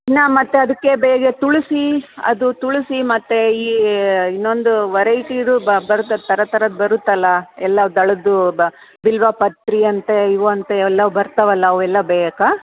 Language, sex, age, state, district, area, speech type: Kannada, female, 45-60, Karnataka, Bellary, urban, conversation